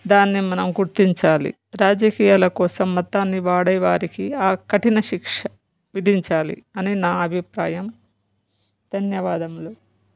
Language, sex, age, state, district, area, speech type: Telugu, female, 30-45, Telangana, Bhadradri Kothagudem, urban, spontaneous